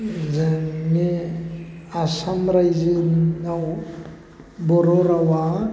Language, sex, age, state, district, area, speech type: Bodo, male, 45-60, Assam, Baksa, urban, spontaneous